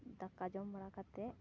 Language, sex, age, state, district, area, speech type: Santali, female, 18-30, West Bengal, Purba Bardhaman, rural, spontaneous